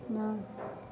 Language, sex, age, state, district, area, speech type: Maithili, female, 45-60, Bihar, Madhepura, rural, read